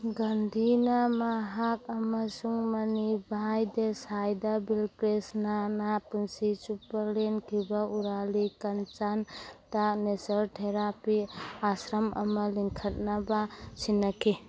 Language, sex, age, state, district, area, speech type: Manipuri, female, 45-60, Manipur, Churachandpur, rural, read